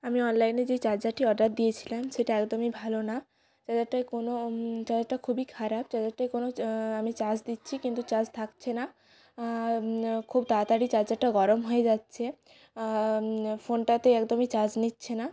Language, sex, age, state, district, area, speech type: Bengali, female, 18-30, West Bengal, Jalpaiguri, rural, spontaneous